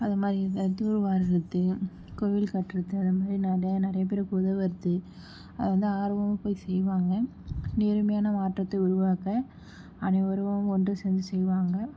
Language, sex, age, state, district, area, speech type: Tamil, female, 60+, Tamil Nadu, Cuddalore, rural, spontaneous